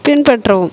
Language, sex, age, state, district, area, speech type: Tamil, female, 45-60, Tamil Nadu, Kallakurichi, rural, read